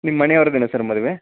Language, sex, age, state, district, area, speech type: Kannada, male, 30-45, Karnataka, Chamarajanagar, rural, conversation